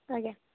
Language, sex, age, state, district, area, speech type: Odia, female, 18-30, Odisha, Rayagada, rural, conversation